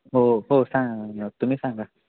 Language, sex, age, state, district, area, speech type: Marathi, male, 18-30, Maharashtra, Sangli, urban, conversation